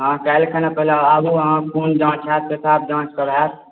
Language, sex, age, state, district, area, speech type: Maithili, male, 18-30, Bihar, Supaul, rural, conversation